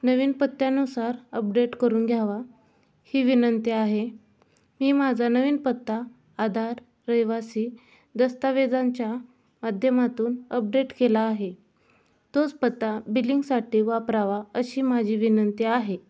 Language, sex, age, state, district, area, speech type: Marathi, female, 18-30, Maharashtra, Osmanabad, rural, spontaneous